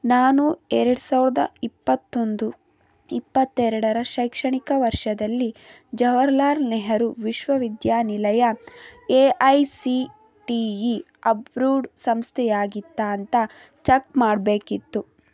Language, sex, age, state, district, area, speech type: Kannada, female, 18-30, Karnataka, Davanagere, rural, read